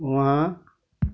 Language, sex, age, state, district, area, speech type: Nepali, male, 60+, West Bengal, Kalimpong, rural, read